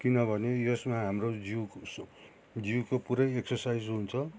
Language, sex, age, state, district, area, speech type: Nepali, male, 60+, West Bengal, Kalimpong, rural, spontaneous